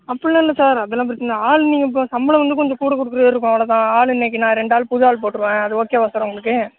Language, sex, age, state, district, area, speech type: Tamil, male, 60+, Tamil Nadu, Mayiladuthurai, rural, conversation